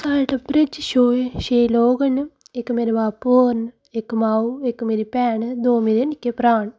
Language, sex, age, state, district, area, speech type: Dogri, female, 30-45, Jammu and Kashmir, Udhampur, urban, spontaneous